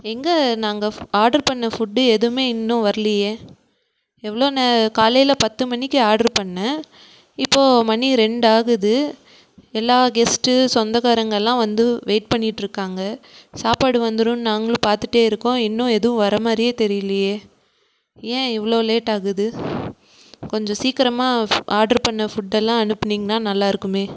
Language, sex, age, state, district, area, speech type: Tamil, female, 18-30, Tamil Nadu, Krishnagiri, rural, spontaneous